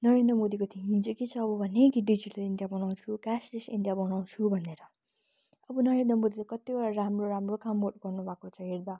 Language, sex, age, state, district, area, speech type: Nepali, female, 18-30, West Bengal, Kalimpong, rural, spontaneous